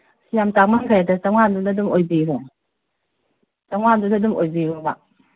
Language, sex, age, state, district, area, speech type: Manipuri, female, 60+, Manipur, Kangpokpi, urban, conversation